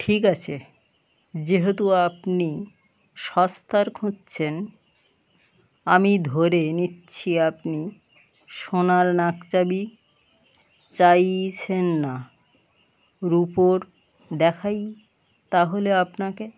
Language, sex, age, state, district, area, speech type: Bengali, male, 30-45, West Bengal, Birbhum, urban, read